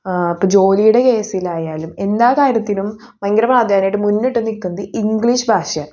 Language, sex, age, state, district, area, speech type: Malayalam, female, 18-30, Kerala, Thrissur, rural, spontaneous